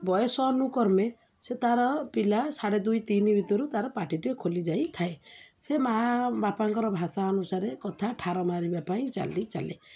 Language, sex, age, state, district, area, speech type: Odia, female, 30-45, Odisha, Jagatsinghpur, urban, spontaneous